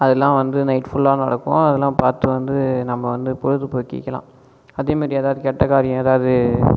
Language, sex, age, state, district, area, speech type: Tamil, male, 18-30, Tamil Nadu, Cuddalore, rural, spontaneous